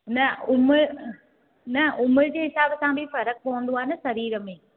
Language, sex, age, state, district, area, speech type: Sindhi, female, 30-45, Gujarat, Surat, urban, conversation